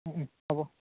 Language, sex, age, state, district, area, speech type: Assamese, male, 30-45, Assam, Tinsukia, rural, conversation